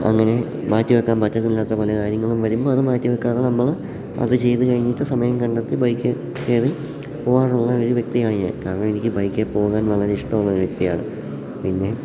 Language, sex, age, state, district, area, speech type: Malayalam, male, 18-30, Kerala, Idukki, rural, spontaneous